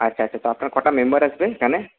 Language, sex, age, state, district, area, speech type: Bengali, male, 18-30, West Bengal, Paschim Bardhaman, urban, conversation